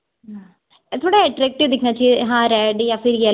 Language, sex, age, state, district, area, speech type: Hindi, male, 30-45, Madhya Pradesh, Balaghat, rural, conversation